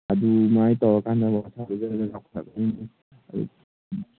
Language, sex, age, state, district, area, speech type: Manipuri, male, 18-30, Manipur, Kangpokpi, urban, conversation